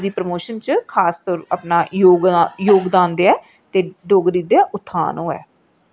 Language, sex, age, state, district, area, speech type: Dogri, female, 45-60, Jammu and Kashmir, Reasi, urban, spontaneous